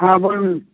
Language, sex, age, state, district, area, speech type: Bengali, male, 60+, West Bengal, Darjeeling, rural, conversation